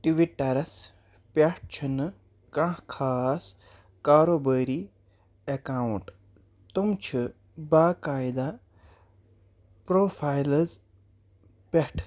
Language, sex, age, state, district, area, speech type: Kashmiri, male, 18-30, Jammu and Kashmir, Baramulla, rural, read